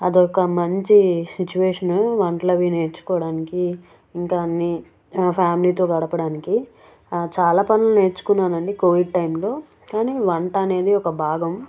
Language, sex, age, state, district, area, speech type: Telugu, female, 18-30, Andhra Pradesh, Anakapalli, urban, spontaneous